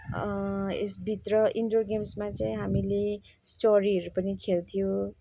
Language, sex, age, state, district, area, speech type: Nepali, female, 30-45, West Bengal, Kalimpong, rural, spontaneous